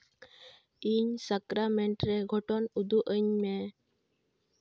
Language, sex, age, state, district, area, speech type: Santali, female, 18-30, West Bengal, Jhargram, rural, read